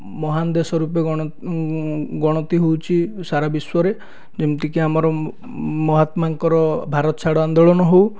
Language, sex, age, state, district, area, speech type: Odia, male, 18-30, Odisha, Dhenkanal, rural, spontaneous